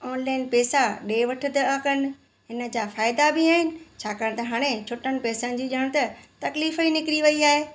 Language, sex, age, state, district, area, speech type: Sindhi, female, 45-60, Gujarat, Surat, urban, spontaneous